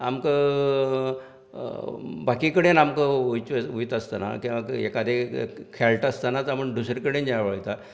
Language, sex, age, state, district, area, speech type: Goan Konkani, male, 60+, Goa, Canacona, rural, spontaneous